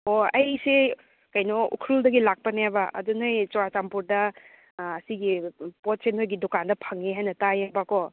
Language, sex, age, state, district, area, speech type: Manipuri, female, 30-45, Manipur, Churachandpur, rural, conversation